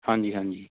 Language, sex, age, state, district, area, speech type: Punjabi, male, 30-45, Punjab, Bathinda, rural, conversation